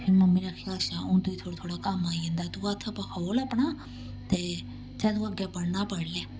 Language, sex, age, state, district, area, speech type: Dogri, female, 30-45, Jammu and Kashmir, Samba, rural, spontaneous